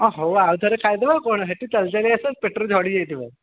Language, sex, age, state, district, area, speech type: Odia, male, 18-30, Odisha, Dhenkanal, rural, conversation